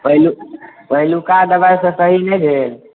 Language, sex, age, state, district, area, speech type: Maithili, male, 18-30, Bihar, Supaul, rural, conversation